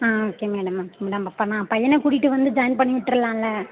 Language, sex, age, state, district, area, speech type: Tamil, female, 30-45, Tamil Nadu, Mayiladuthurai, urban, conversation